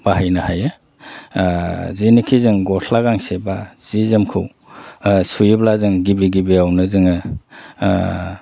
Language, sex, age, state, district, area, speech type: Bodo, male, 45-60, Assam, Udalguri, rural, spontaneous